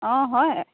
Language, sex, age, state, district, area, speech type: Assamese, female, 30-45, Assam, Lakhimpur, rural, conversation